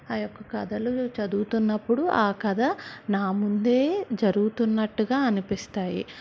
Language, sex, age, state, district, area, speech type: Telugu, female, 30-45, Andhra Pradesh, Vizianagaram, urban, spontaneous